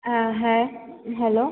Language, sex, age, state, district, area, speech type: Bengali, female, 18-30, West Bengal, Purba Bardhaman, urban, conversation